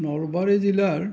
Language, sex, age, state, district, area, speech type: Assamese, male, 60+, Assam, Nalbari, rural, spontaneous